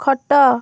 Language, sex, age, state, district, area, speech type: Odia, female, 18-30, Odisha, Bhadrak, rural, read